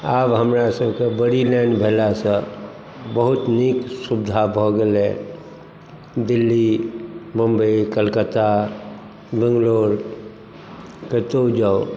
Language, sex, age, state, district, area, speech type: Maithili, male, 60+, Bihar, Madhubani, urban, spontaneous